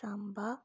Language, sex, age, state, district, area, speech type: Dogri, female, 30-45, Jammu and Kashmir, Reasi, rural, spontaneous